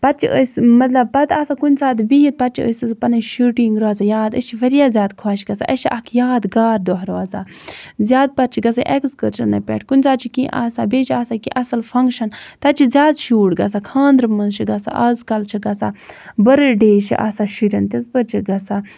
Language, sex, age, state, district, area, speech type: Kashmiri, female, 18-30, Jammu and Kashmir, Kupwara, rural, spontaneous